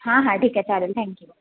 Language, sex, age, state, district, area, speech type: Marathi, female, 18-30, Maharashtra, Kolhapur, urban, conversation